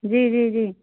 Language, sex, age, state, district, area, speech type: Hindi, female, 30-45, Uttar Pradesh, Azamgarh, rural, conversation